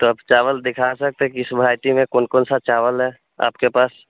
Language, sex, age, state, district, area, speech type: Hindi, male, 18-30, Bihar, Vaishali, rural, conversation